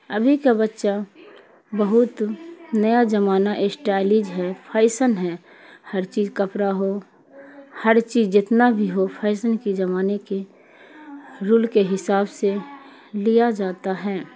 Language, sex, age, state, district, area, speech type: Urdu, female, 45-60, Bihar, Khagaria, rural, spontaneous